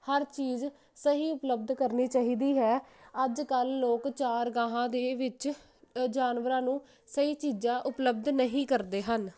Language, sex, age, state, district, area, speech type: Punjabi, female, 18-30, Punjab, Jalandhar, urban, spontaneous